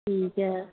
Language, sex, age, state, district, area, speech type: Punjabi, female, 30-45, Punjab, Kapurthala, rural, conversation